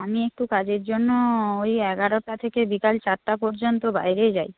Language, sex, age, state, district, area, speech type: Bengali, female, 45-60, West Bengal, Purba Medinipur, rural, conversation